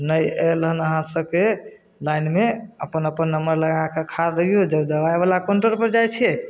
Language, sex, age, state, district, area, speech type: Maithili, male, 30-45, Bihar, Samastipur, rural, spontaneous